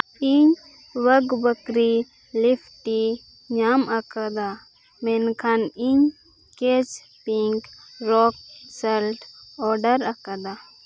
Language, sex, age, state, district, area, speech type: Santali, female, 18-30, Jharkhand, Seraikela Kharsawan, rural, read